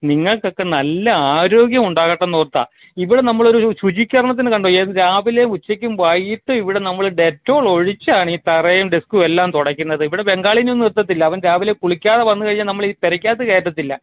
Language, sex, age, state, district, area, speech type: Malayalam, male, 45-60, Kerala, Kottayam, urban, conversation